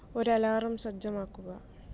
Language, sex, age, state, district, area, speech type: Malayalam, female, 30-45, Kerala, Palakkad, rural, read